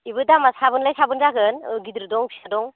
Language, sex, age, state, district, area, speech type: Bodo, female, 30-45, Assam, Baksa, rural, conversation